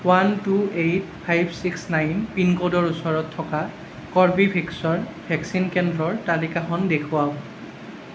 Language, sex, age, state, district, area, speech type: Assamese, male, 18-30, Assam, Nalbari, rural, read